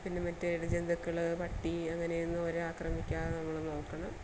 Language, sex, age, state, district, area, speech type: Malayalam, female, 45-60, Kerala, Alappuzha, rural, spontaneous